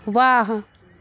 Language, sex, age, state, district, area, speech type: Maithili, female, 18-30, Bihar, Darbhanga, rural, read